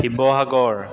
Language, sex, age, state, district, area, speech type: Assamese, male, 30-45, Assam, Dibrugarh, rural, spontaneous